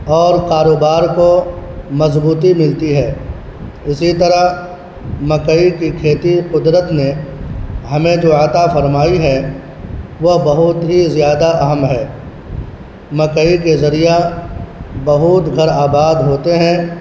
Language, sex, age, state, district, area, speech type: Urdu, male, 18-30, Bihar, Purnia, rural, spontaneous